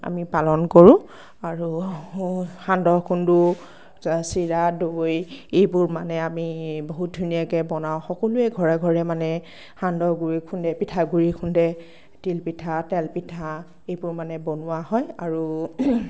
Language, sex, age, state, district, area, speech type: Assamese, female, 18-30, Assam, Darrang, rural, spontaneous